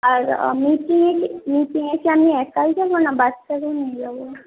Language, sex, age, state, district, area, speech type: Bengali, female, 18-30, West Bengal, Jhargram, rural, conversation